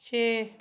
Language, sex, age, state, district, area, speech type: Punjabi, female, 18-30, Punjab, Tarn Taran, rural, read